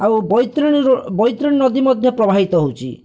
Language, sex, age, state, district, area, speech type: Odia, male, 45-60, Odisha, Bhadrak, rural, spontaneous